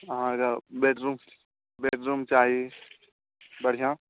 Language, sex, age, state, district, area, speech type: Maithili, male, 30-45, Bihar, Saharsa, urban, conversation